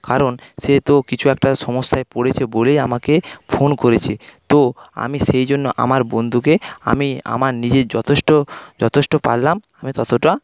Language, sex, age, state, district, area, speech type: Bengali, male, 30-45, West Bengal, Paschim Medinipur, rural, spontaneous